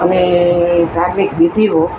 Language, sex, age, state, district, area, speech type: Gujarati, male, 60+, Gujarat, Rajkot, urban, spontaneous